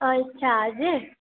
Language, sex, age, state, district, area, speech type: Gujarati, female, 18-30, Gujarat, Surat, urban, conversation